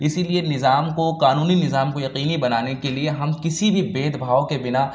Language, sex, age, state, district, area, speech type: Urdu, male, 18-30, Uttar Pradesh, Lucknow, urban, spontaneous